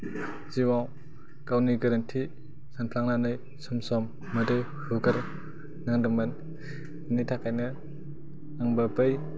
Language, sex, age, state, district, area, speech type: Bodo, male, 18-30, Assam, Kokrajhar, rural, spontaneous